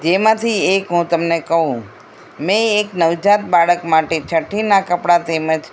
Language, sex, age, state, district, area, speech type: Gujarati, female, 60+, Gujarat, Kheda, rural, spontaneous